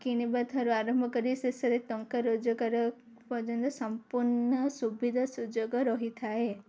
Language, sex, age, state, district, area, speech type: Odia, female, 18-30, Odisha, Ganjam, urban, spontaneous